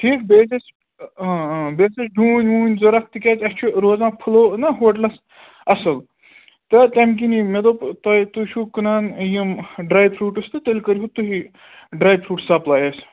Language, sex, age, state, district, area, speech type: Kashmiri, male, 18-30, Jammu and Kashmir, Ganderbal, rural, conversation